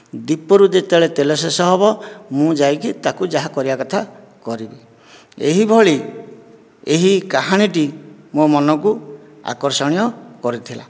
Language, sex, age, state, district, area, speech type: Odia, male, 45-60, Odisha, Nayagarh, rural, spontaneous